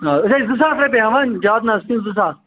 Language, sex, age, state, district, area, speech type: Kashmiri, male, 30-45, Jammu and Kashmir, Budgam, rural, conversation